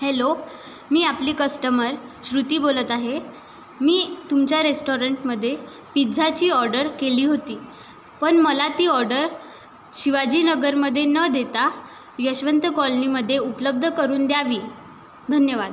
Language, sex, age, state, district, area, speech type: Marathi, female, 18-30, Maharashtra, Washim, rural, spontaneous